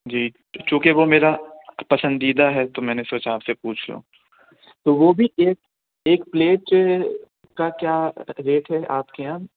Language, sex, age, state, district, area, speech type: Urdu, male, 18-30, Delhi, South Delhi, urban, conversation